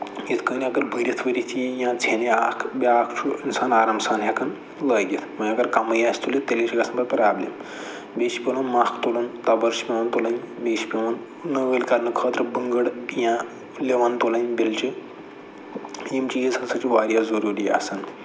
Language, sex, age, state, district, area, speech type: Kashmiri, male, 45-60, Jammu and Kashmir, Budgam, rural, spontaneous